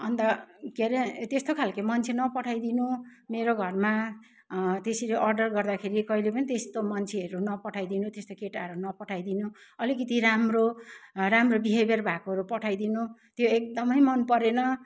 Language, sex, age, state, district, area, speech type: Nepali, male, 60+, West Bengal, Kalimpong, rural, spontaneous